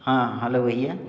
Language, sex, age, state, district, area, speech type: Hindi, male, 60+, Madhya Pradesh, Hoshangabad, rural, spontaneous